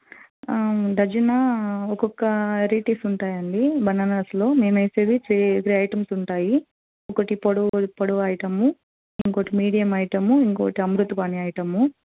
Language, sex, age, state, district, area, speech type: Telugu, female, 18-30, Andhra Pradesh, Eluru, urban, conversation